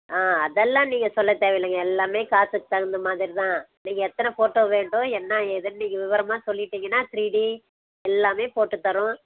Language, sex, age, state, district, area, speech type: Tamil, female, 30-45, Tamil Nadu, Tirupattur, rural, conversation